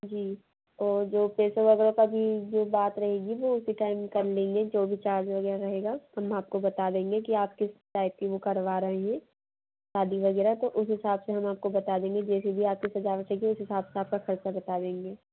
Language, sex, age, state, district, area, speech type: Hindi, female, 60+, Madhya Pradesh, Bhopal, urban, conversation